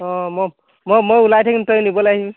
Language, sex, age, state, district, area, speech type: Assamese, male, 18-30, Assam, Dibrugarh, urban, conversation